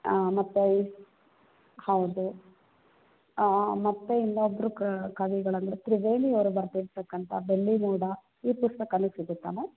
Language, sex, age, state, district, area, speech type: Kannada, female, 45-60, Karnataka, Chikkaballapur, rural, conversation